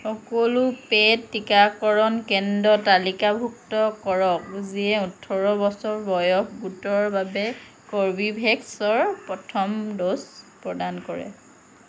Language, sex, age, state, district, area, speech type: Assamese, female, 45-60, Assam, Lakhimpur, rural, read